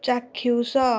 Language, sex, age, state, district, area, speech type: Odia, female, 45-60, Odisha, Kandhamal, rural, read